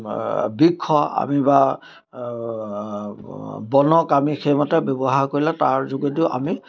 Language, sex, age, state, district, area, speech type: Assamese, male, 60+, Assam, Majuli, urban, spontaneous